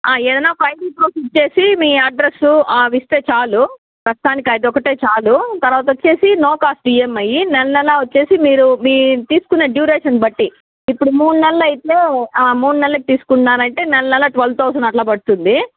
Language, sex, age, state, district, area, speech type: Telugu, female, 60+, Andhra Pradesh, Chittoor, rural, conversation